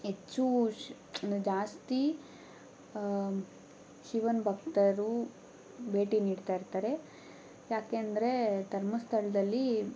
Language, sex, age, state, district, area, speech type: Kannada, female, 18-30, Karnataka, Tumkur, rural, spontaneous